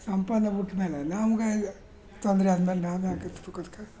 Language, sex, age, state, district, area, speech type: Kannada, male, 60+, Karnataka, Mysore, urban, spontaneous